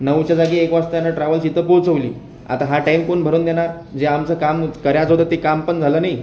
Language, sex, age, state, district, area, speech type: Marathi, male, 18-30, Maharashtra, Akola, rural, spontaneous